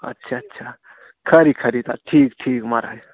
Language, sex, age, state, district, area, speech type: Dogri, male, 30-45, Jammu and Kashmir, Udhampur, rural, conversation